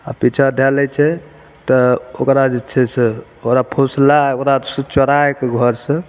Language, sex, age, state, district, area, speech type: Maithili, male, 30-45, Bihar, Begusarai, urban, spontaneous